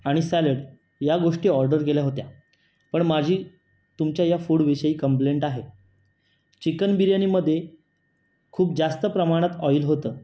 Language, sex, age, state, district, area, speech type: Marathi, male, 18-30, Maharashtra, Raigad, rural, spontaneous